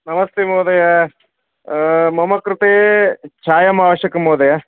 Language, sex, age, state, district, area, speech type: Sanskrit, male, 45-60, Karnataka, Vijayapura, urban, conversation